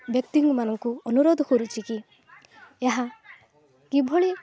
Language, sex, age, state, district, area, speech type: Odia, female, 18-30, Odisha, Nabarangpur, urban, spontaneous